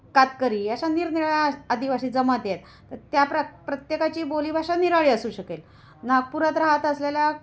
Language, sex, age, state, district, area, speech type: Marathi, female, 45-60, Maharashtra, Kolhapur, rural, spontaneous